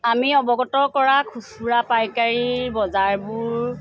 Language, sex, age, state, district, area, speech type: Assamese, female, 45-60, Assam, Sivasagar, urban, spontaneous